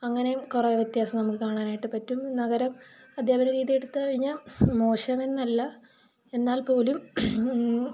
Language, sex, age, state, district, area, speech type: Malayalam, female, 18-30, Kerala, Kollam, rural, spontaneous